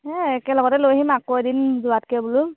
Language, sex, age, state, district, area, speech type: Assamese, female, 18-30, Assam, Sivasagar, rural, conversation